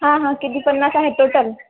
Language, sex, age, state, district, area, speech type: Marathi, female, 18-30, Maharashtra, Hingoli, urban, conversation